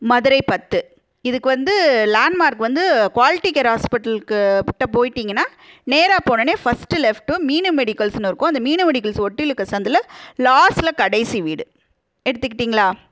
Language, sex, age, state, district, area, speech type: Tamil, female, 30-45, Tamil Nadu, Madurai, urban, spontaneous